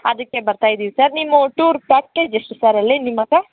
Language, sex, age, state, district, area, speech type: Kannada, female, 18-30, Karnataka, Kolar, rural, conversation